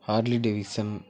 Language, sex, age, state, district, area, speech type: Tamil, male, 18-30, Tamil Nadu, Namakkal, rural, spontaneous